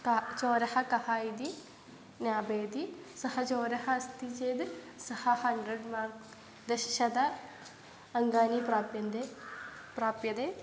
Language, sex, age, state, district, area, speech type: Sanskrit, female, 18-30, Kerala, Kannur, urban, spontaneous